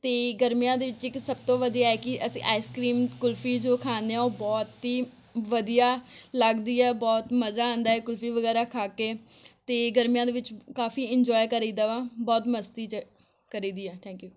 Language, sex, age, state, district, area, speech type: Punjabi, female, 18-30, Punjab, Amritsar, urban, spontaneous